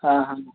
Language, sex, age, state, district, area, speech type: Hindi, male, 30-45, Uttar Pradesh, Mau, rural, conversation